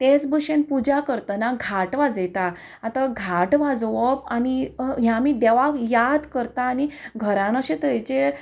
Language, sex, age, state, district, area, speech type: Goan Konkani, female, 30-45, Goa, Quepem, rural, spontaneous